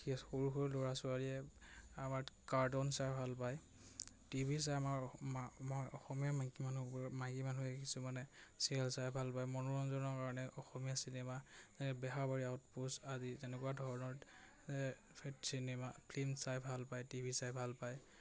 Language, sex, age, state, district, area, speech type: Assamese, male, 18-30, Assam, Majuli, urban, spontaneous